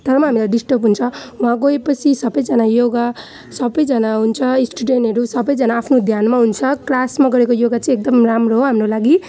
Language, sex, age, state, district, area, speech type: Nepali, female, 18-30, West Bengal, Alipurduar, urban, spontaneous